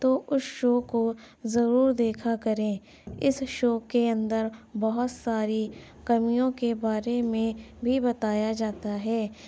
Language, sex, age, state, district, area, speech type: Urdu, female, 18-30, Uttar Pradesh, Lucknow, urban, spontaneous